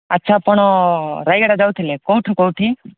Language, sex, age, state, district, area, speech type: Odia, male, 18-30, Odisha, Rayagada, rural, conversation